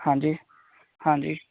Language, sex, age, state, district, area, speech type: Punjabi, male, 30-45, Punjab, Kapurthala, rural, conversation